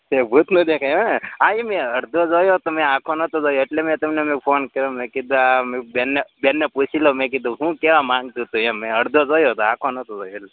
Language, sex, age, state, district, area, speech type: Gujarati, male, 18-30, Gujarat, Anand, rural, conversation